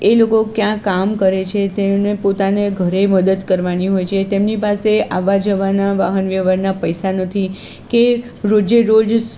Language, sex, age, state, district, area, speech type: Gujarati, female, 45-60, Gujarat, Kheda, rural, spontaneous